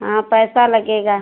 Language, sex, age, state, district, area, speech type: Hindi, female, 60+, Uttar Pradesh, Hardoi, rural, conversation